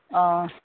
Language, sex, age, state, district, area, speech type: Assamese, female, 45-60, Assam, Udalguri, rural, conversation